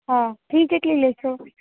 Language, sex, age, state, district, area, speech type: Gujarati, female, 30-45, Gujarat, Morbi, urban, conversation